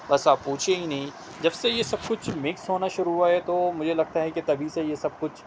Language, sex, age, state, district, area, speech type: Urdu, male, 30-45, Delhi, Central Delhi, urban, spontaneous